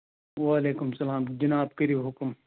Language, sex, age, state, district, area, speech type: Kashmiri, male, 18-30, Jammu and Kashmir, Ganderbal, rural, conversation